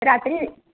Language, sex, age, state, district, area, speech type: Marathi, female, 60+, Maharashtra, Sangli, urban, conversation